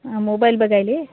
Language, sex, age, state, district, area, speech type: Marathi, female, 30-45, Maharashtra, Hingoli, urban, conversation